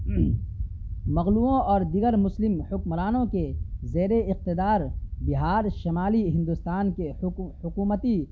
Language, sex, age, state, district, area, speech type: Urdu, male, 30-45, Bihar, Darbhanga, urban, spontaneous